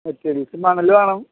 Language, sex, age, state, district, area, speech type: Malayalam, male, 18-30, Kerala, Malappuram, urban, conversation